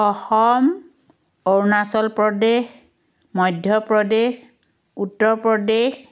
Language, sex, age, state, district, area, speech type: Assamese, female, 45-60, Assam, Biswanath, rural, spontaneous